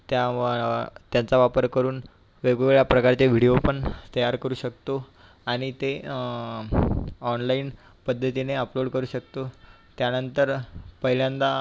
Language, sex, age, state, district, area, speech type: Marathi, male, 18-30, Maharashtra, Buldhana, urban, spontaneous